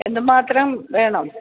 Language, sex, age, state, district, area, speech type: Malayalam, female, 60+, Kerala, Kottayam, urban, conversation